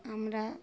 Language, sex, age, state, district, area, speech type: Bengali, female, 60+, West Bengal, Darjeeling, rural, spontaneous